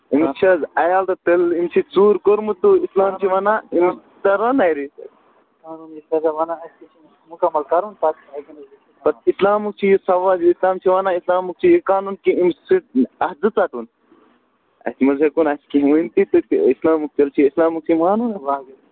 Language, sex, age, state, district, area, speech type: Kashmiri, male, 30-45, Jammu and Kashmir, Bandipora, rural, conversation